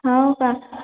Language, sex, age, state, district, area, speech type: Marathi, female, 18-30, Maharashtra, Washim, rural, conversation